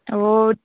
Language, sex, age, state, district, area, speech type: Tamil, female, 18-30, Tamil Nadu, Tiruppur, rural, conversation